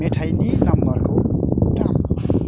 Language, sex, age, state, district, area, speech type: Bodo, male, 60+, Assam, Kokrajhar, urban, read